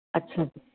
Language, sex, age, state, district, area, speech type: Punjabi, female, 30-45, Punjab, Jalandhar, urban, conversation